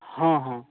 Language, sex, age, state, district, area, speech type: Maithili, male, 18-30, Bihar, Darbhanga, rural, conversation